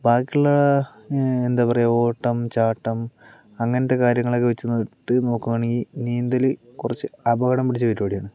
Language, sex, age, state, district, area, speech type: Malayalam, male, 60+, Kerala, Palakkad, rural, spontaneous